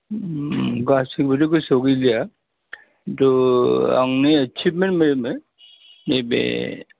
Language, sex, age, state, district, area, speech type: Bodo, male, 60+, Assam, Udalguri, urban, conversation